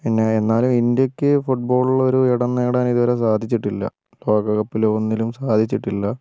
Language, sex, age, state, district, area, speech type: Malayalam, female, 18-30, Kerala, Wayanad, rural, spontaneous